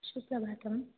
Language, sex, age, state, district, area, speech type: Sanskrit, female, 18-30, Odisha, Nayagarh, rural, conversation